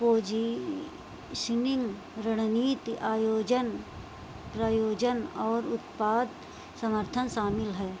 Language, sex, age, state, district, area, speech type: Hindi, female, 45-60, Uttar Pradesh, Sitapur, rural, read